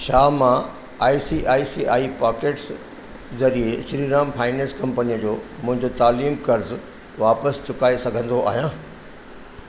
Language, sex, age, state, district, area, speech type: Sindhi, male, 60+, Madhya Pradesh, Katni, rural, read